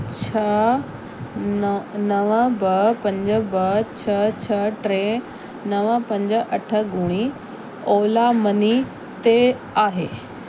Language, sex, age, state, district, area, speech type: Sindhi, female, 30-45, Delhi, South Delhi, urban, read